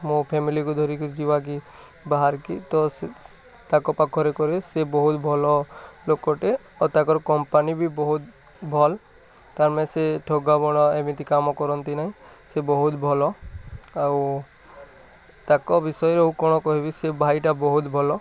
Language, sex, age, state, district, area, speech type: Odia, male, 18-30, Odisha, Bargarh, urban, spontaneous